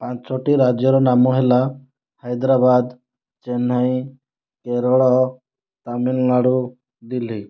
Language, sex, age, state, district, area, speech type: Odia, male, 30-45, Odisha, Kandhamal, rural, spontaneous